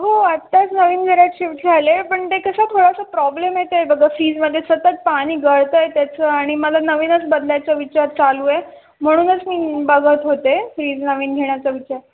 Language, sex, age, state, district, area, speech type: Marathi, female, 18-30, Maharashtra, Osmanabad, rural, conversation